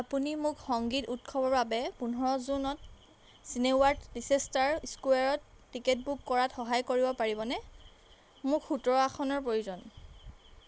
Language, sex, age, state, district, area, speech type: Assamese, female, 18-30, Assam, Golaghat, urban, read